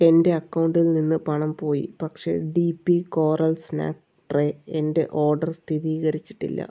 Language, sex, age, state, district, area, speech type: Malayalam, male, 30-45, Kerala, Palakkad, rural, read